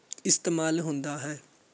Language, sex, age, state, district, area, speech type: Punjabi, male, 18-30, Punjab, Fatehgarh Sahib, rural, spontaneous